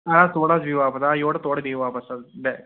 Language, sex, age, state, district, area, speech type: Kashmiri, male, 18-30, Jammu and Kashmir, Pulwama, rural, conversation